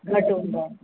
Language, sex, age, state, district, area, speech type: Sindhi, female, 30-45, Uttar Pradesh, Lucknow, urban, conversation